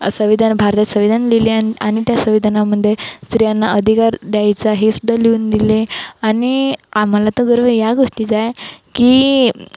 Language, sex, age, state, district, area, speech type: Marathi, female, 18-30, Maharashtra, Wardha, rural, spontaneous